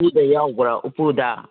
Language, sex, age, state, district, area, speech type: Manipuri, female, 60+, Manipur, Kangpokpi, urban, conversation